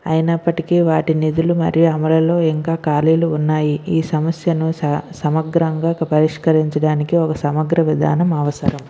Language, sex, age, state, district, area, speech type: Telugu, female, 45-60, Andhra Pradesh, Vizianagaram, rural, spontaneous